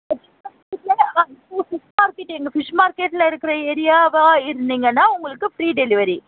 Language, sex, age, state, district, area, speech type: Tamil, female, 30-45, Tamil Nadu, Tiruvallur, urban, conversation